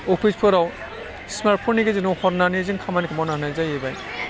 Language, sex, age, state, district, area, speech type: Bodo, male, 45-60, Assam, Udalguri, urban, spontaneous